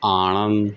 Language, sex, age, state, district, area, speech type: Gujarati, male, 45-60, Gujarat, Anand, rural, spontaneous